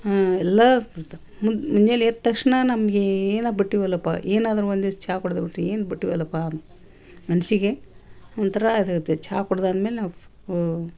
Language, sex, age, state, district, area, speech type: Kannada, female, 60+, Karnataka, Koppal, rural, spontaneous